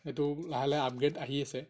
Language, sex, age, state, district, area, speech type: Assamese, male, 30-45, Assam, Darrang, rural, spontaneous